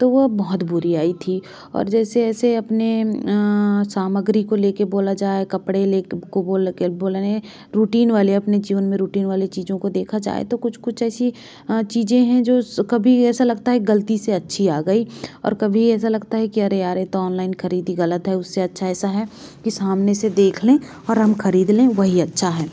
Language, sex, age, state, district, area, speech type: Hindi, female, 30-45, Madhya Pradesh, Bhopal, urban, spontaneous